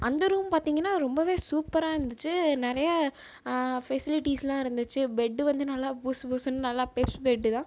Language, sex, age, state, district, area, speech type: Tamil, female, 18-30, Tamil Nadu, Ariyalur, rural, spontaneous